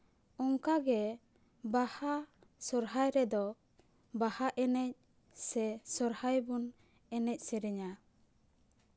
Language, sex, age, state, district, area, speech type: Santali, female, 18-30, West Bengal, Paschim Bardhaman, urban, spontaneous